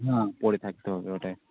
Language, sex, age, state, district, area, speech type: Bengali, male, 18-30, West Bengal, Malda, rural, conversation